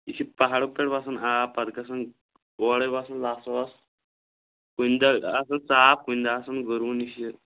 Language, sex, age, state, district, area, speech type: Kashmiri, male, 18-30, Jammu and Kashmir, Shopian, rural, conversation